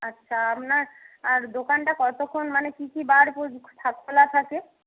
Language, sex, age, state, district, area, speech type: Bengali, female, 18-30, West Bengal, Purba Medinipur, rural, conversation